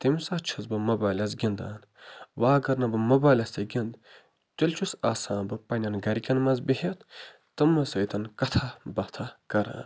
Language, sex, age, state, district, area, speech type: Kashmiri, male, 30-45, Jammu and Kashmir, Baramulla, rural, spontaneous